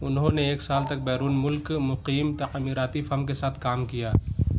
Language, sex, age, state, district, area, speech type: Urdu, male, 18-30, Uttar Pradesh, Lucknow, urban, read